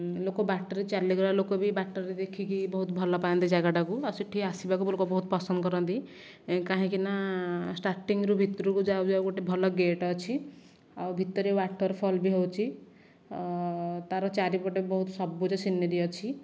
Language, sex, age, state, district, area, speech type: Odia, female, 18-30, Odisha, Nayagarh, rural, spontaneous